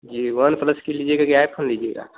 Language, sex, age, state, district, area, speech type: Hindi, male, 18-30, Bihar, Vaishali, rural, conversation